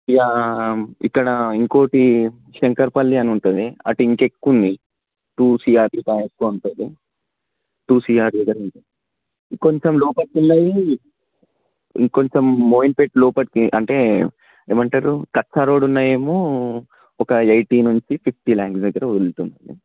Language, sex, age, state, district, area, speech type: Telugu, male, 18-30, Telangana, Vikarabad, urban, conversation